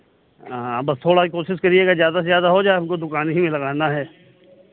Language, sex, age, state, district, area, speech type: Hindi, male, 45-60, Uttar Pradesh, Lucknow, rural, conversation